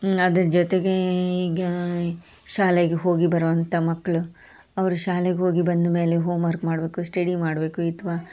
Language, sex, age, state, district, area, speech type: Kannada, female, 45-60, Karnataka, Koppal, urban, spontaneous